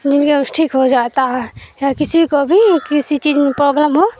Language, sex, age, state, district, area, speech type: Urdu, female, 18-30, Bihar, Supaul, rural, spontaneous